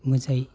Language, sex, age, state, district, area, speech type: Bodo, male, 45-60, Assam, Baksa, rural, spontaneous